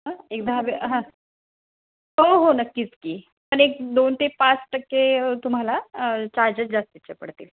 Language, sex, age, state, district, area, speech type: Marathi, female, 30-45, Maharashtra, Osmanabad, rural, conversation